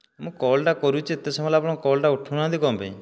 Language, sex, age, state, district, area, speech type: Odia, male, 30-45, Odisha, Dhenkanal, rural, spontaneous